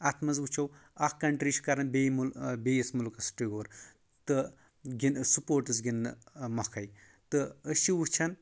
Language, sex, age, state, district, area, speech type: Kashmiri, male, 18-30, Jammu and Kashmir, Anantnag, rural, spontaneous